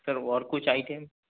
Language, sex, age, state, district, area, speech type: Urdu, male, 30-45, Delhi, North East Delhi, urban, conversation